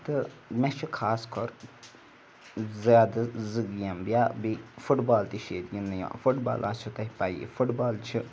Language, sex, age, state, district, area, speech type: Kashmiri, male, 18-30, Jammu and Kashmir, Ganderbal, rural, spontaneous